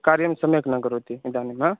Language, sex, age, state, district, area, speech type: Sanskrit, male, 18-30, Uttar Pradesh, Mirzapur, rural, conversation